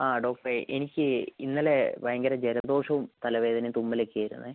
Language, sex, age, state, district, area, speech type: Malayalam, male, 45-60, Kerala, Kozhikode, urban, conversation